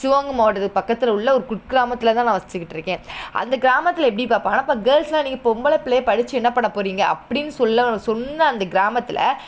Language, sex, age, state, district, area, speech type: Tamil, female, 18-30, Tamil Nadu, Sivaganga, rural, spontaneous